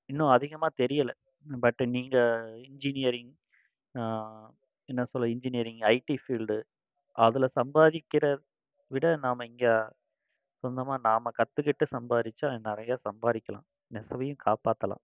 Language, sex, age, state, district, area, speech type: Tamil, male, 30-45, Tamil Nadu, Coimbatore, rural, spontaneous